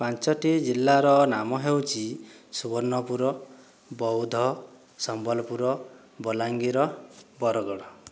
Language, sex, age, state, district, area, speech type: Odia, male, 18-30, Odisha, Boudh, rural, spontaneous